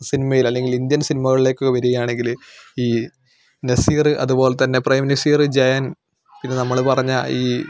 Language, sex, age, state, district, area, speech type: Malayalam, male, 18-30, Kerala, Malappuram, rural, spontaneous